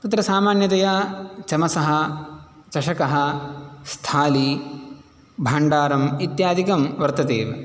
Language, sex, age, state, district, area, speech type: Sanskrit, male, 18-30, Tamil Nadu, Chennai, urban, spontaneous